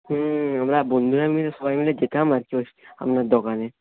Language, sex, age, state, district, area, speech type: Bengali, male, 18-30, West Bengal, Nadia, rural, conversation